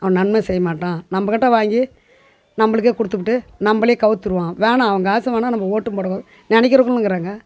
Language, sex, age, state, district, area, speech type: Tamil, female, 60+, Tamil Nadu, Tiruvannamalai, rural, spontaneous